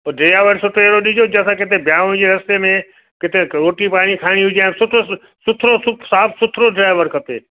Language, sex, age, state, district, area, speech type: Sindhi, male, 60+, Gujarat, Kutch, urban, conversation